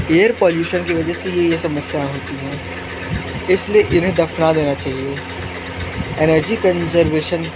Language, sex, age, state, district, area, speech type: Hindi, male, 18-30, Uttar Pradesh, Sonbhadra, rural, spontaneous